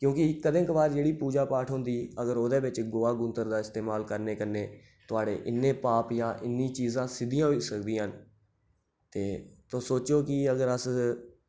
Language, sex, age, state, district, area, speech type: Dogri, male, 30-45, Jammu and Kashmir, Reasi, rural, spontaneous